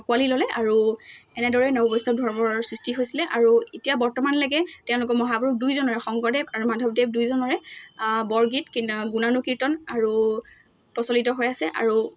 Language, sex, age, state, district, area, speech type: Assamese, female, 18-30, Assam, Dhemaji, urban, spontaneous